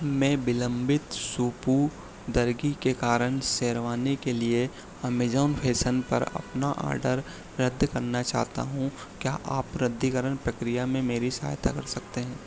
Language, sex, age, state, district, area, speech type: Hindi, male, 30-45, Madhya Pradesh, Harda, urban, read